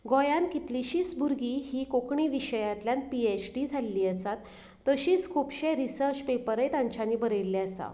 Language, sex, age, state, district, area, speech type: Goan Konkani, female, 30-45, Goa, Canacona, rural, spontaneous